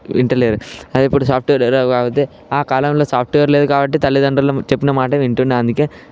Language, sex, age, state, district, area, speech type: Telugu, male, 18-30, Telangana, Vikarabad, urban, spontaneous